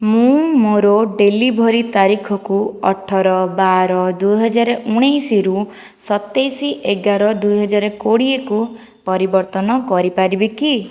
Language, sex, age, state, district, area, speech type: Odia, female, 45-60, Odisha, Jajpur, rural, read